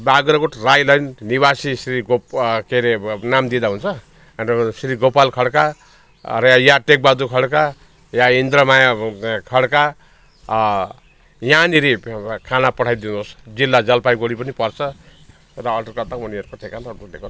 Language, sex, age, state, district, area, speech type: Nepali, male, 60+, West Bengal, Jalpaiguri, urban, spontaneous